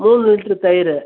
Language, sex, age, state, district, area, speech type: Tamil, male, 60+, Tamil Nadu, Perambalur, urban, conversation